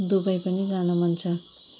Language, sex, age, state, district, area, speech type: Nepali, female, 30-45, West Bengal, Darjeeling, rural, spontaneous